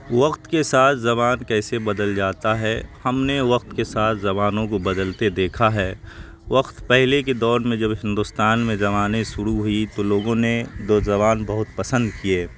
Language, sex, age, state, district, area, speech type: Urdu, male, 18-30, Bihar, Saharsa, urban, spontaneous